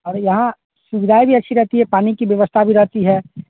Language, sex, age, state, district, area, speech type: Hindi, male, 30-45, Bihar, Vaishali, rural, conversation